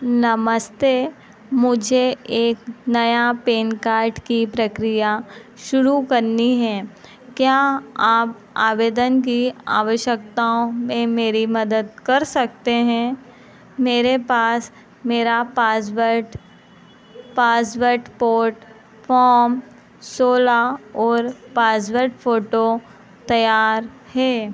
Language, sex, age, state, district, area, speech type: Hindi, female, 45-60, Madhya Pradesh, Harda, urban, read